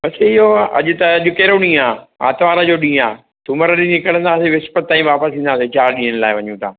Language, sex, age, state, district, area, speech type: Sindhi, male, 60+, Maharashtra, Mumbai Suburban, urban, conversation